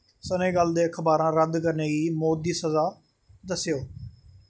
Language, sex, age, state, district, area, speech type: Dogri, male, 30-45, Jammu and Kashmir, Jammu, urban, read